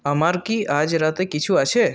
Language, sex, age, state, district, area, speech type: Bengali, male, 18-30, West Bengal, Purulia, urban, read